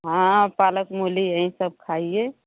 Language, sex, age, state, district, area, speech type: Hindi, female, 30-45, Uttar Pradesh, Mau, rural, conversation